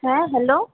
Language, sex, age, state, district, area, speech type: Bengali, female, 18-30, West Bengal, Purulia, urban, conversation